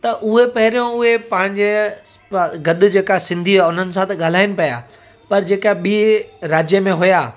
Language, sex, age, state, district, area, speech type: Sindhi, male, 45-60, Gujarat, Surat, urban, spontaneous